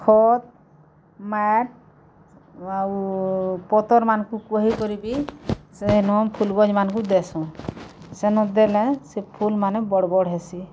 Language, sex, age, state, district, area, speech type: Odia, female, 45-60, Odisha, Bargarh, urban, spontaneous